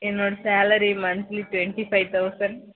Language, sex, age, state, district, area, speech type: Tamil, female, 30-45, Tamil Nadu, Dharmapuri, rural, conversation